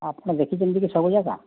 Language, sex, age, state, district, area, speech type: Odia, male, 45-60, Odisha, Boudh, rural, conversation